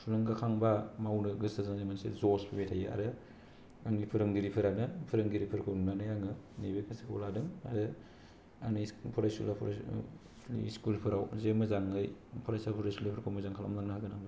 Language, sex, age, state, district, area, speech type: Bodo, male, 18-30, Assam, Kokrajhar, rural, spontaneous